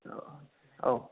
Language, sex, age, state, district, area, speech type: Bodo, male, 18-30, Assam, Chirang, rural, conversation